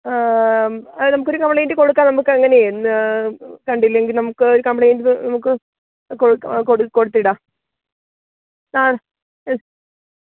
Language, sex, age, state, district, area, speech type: Malayalam, female, 30-45, Kerala, Idukki, rural, conversation